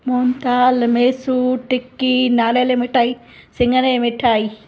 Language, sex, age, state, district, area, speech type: Sindhi, female, 60+, Gujarat, Kutch, rural, spontaneous